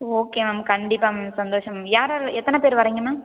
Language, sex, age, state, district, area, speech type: Tamil, female, 18-30, Tamil Nadu, Viluppuram, urban, conversation